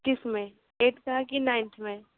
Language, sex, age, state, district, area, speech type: Hindi, female, 18-30, Uttar Pradesh, Sonbhadra, rural, conversation